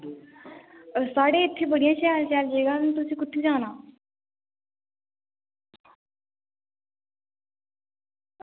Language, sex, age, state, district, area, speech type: Dogri, female, 18-30, Jammu and Kashmir, Reasi, rural, conversation